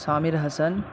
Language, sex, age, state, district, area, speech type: Urdu, male, 18-30, Bihar, Purnia, rural, spontaneous